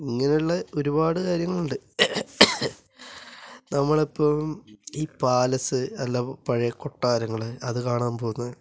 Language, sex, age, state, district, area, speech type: Malayalam, male, 30-45, Kerala, Kasaragod, urban, spontaneous